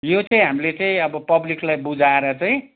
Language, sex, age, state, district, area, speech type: Nepali, male, 60+, West Bengal, Kalimpong, rural, conversation